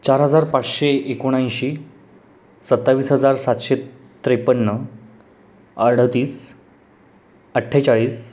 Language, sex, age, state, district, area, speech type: Marathi, male, 18-30, Maharashtra, Pune, urban, spontaneous